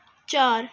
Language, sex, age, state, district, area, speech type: Punjabi, female, 18-30, Punjab, Rupnagar, rural, read